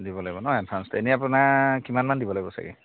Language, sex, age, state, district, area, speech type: Assamese, male, 30-45, Assam, Jorhat, rural, conversation